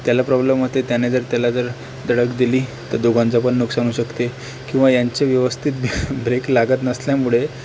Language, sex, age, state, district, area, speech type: Marathi, male, 30-45, Maharashtra, Akola, rural, spontaneous